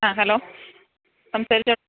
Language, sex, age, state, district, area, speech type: Malayalam, female, 60+, Kerala, Idukki, rural, conversation